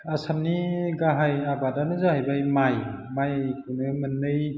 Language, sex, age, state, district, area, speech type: Bodo, male, 30-45, Assam, Chirang, urban, spontaneous